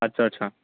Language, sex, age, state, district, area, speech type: Telugu, male, 18-30, Telangana, Ranga Reddy, urban, conversation